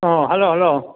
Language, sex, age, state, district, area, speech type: Manipuri, male, 60+, Manipur, Imphal West, urban, conversation